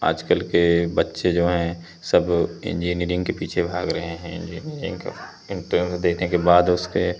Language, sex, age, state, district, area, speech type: Hindi, male, 18-30, Uttar Pradesh, Pratapgarh, rural, spontaneous